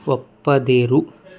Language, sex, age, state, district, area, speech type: Kannada, male, 60+, Karnataka, Bangalore Rural, rural, read